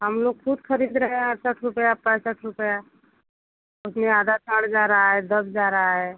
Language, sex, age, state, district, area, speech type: Hindi, female, 45-60, Uttar Pradesh, Ghazipur, rural, conversation